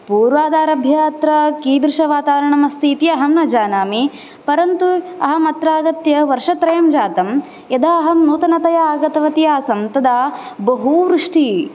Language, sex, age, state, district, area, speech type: Sanskrit, female, 18-30, Karnataka, Koppal, rural, spontaneous